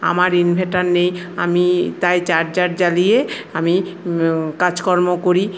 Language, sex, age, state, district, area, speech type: Bengali, female, 45-60, West Bengal, Paschim Bardhaman, urban, spontaneous